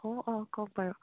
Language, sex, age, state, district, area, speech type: Assamese, female, 18-30, Assam, Dibrugarh, rural, conversation